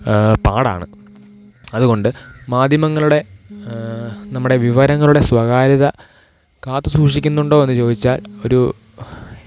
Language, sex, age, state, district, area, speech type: Malayalam, male, 18-30, Kerala, Thiruvananthapuram, rural, spontaneous